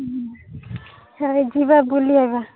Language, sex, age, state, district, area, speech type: Odia, female, 18-30, Odisha, Nabarangpur, urban, conversation